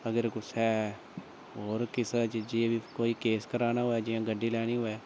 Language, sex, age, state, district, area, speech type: Dogri, male, 30-45, Jammu and Kashmir, Udhampur, rural, spontaneous